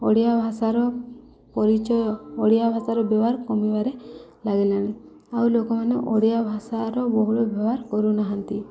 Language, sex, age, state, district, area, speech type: Odia, female, 30-45, Odisha, Subarnapur, urban, spontaneous